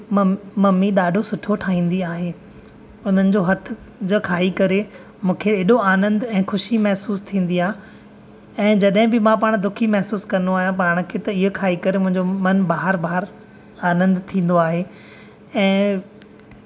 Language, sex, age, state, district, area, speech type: Sindhi, male, 30-45, Maharashtra, Thane, urban, spontaneous